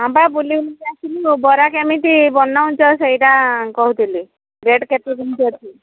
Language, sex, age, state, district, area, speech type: Odia, female, 60+, Odisha, Angul, rural, conversation